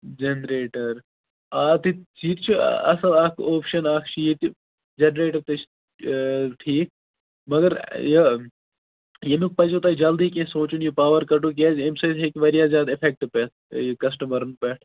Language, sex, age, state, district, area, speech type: Kashmiri, male, 18-30, Jammu and Kashmir, Kupwara, rural, conversation